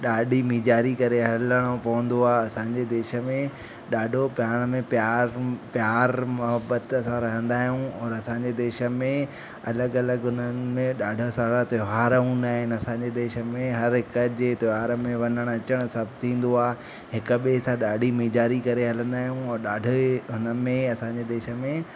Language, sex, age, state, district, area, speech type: Sindhi, male, 18-30, Madhya Pradesh, Katni, rural, spontaneous